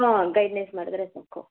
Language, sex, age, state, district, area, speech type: Kannada, female, 45-60, Karnataka, Tumkur, rural, conversation